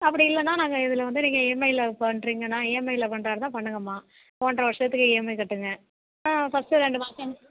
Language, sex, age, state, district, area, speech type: Tamil, female, 18-30, Tamil Nadu, Tiruvarur, rural, conversation